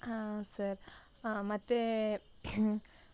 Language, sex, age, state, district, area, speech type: Kannada, female, 18-30, Karnataka, Tumkur, rural, spontaneous